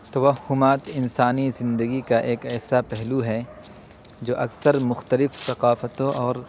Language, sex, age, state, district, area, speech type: Urdu, male, 30-45, Uttar Pradesh, Muzaffarnagar, urban, spontaneous